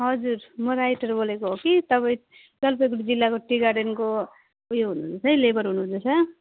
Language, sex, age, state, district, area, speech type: Nepali, female, 30-45, West Bengal, Jalpaiguri, rural, conversation